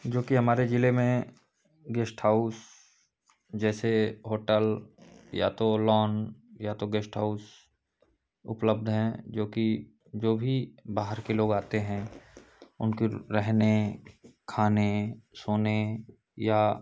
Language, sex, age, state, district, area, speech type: Hindi, male, 30-45, Uttar Pradesh, Chandauli, rural, spontaneous